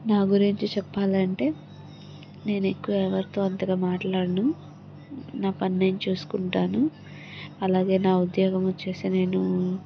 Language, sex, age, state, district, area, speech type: Telugu, female, 18-30, Andhra Pradesh, Palnadu, rural, spontaneous